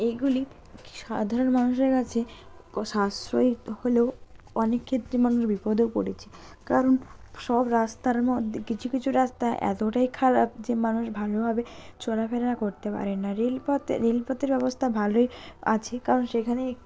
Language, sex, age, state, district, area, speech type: Bengali, female, 45-60, West Bengal, Purba Medinipur, rural, spontaneous